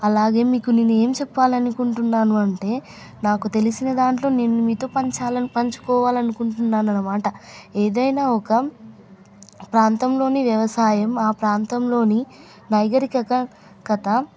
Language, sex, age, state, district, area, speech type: Telugu, female, 18-30, Telangana, Hyderabad, urban, spontaneous